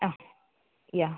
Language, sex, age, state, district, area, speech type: Malayalam, female, 18-30, Kerala, Wayanad, rural, conversation